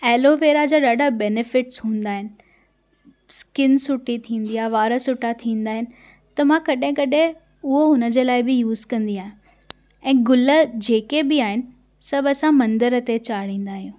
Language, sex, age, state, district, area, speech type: Sindhi, female, 18-30, Gujarat, Surat, urban, spontaneous